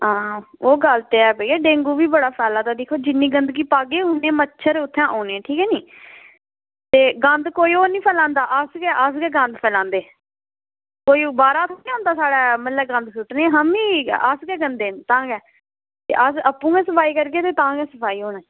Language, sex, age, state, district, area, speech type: Dogri, female, 30-45, Jammu and Kashmir, Udhampur, rural, conversation